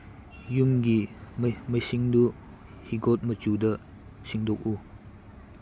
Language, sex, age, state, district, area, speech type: Manipuri, male, 30-45, Manipur, Churachandpur, rural, read